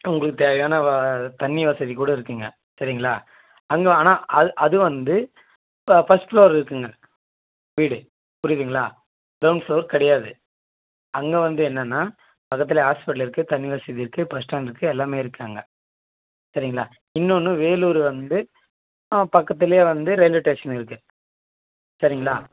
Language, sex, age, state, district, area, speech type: Tamil, male, 18-30, Tamil Nadu, Vellore, urban, conversation